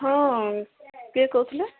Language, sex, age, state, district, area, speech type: Odia, female, 60+, Odisha, Gajapati, rural, conversation